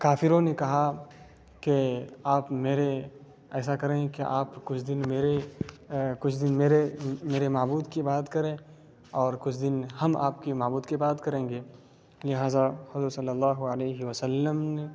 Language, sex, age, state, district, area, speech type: Urdu, male, 30-45, Bihar, Khagaria, rural, spontaneous